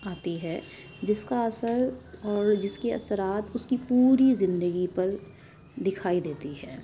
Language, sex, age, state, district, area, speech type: Urdu, female, 18-30, Uttar Pradesh, Lucknow, rural, spontaneous